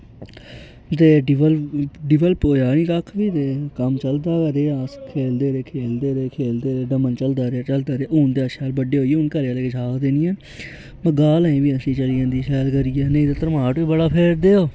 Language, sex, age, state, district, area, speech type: Dogri, male, 18-30, Jammu and Kashmir, Reasi, rural, spontaneous